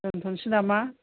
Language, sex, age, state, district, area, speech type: Bodo, female, 60+, Assam, Kokrajhar, urban, conversation